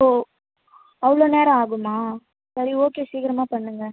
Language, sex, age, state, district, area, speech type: Tamil, female, 30-45, Tamil Nadu, Viluppuram, rural, conversation